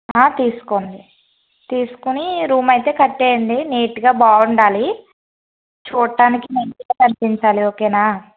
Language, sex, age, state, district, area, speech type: Telugu, female, 18-30, Telangana, Karimnagar, urban, conversation